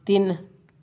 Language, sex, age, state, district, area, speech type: Punjabi, male, 60+, Punjab, Shaheed Bhagat Singh Nagar, urban, read